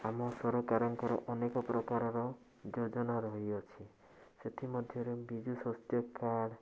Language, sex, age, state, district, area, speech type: Odia, male, 30-45, Odisha, Bhadrak, rural, spontaneous